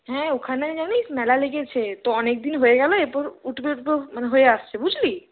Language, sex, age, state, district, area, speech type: Bengali, female, 30-45, West Bengal, Purulia, urban, conversation